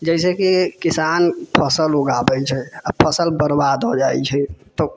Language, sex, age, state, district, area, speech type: Maithili, male, 18-30, Bihar, Sitamarhi, rural, spontaneous